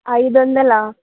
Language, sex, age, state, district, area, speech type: Telugu, female, 18-30, Telangana, Ranga Reddy, rural, conversation